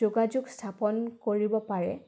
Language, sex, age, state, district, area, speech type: Assamese, female, 18-30, Assam, Udalguri, rural, spontaneous